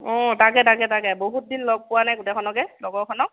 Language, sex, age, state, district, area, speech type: Assamese, female, 30-45, Assam, Dhemaji, rural, conversation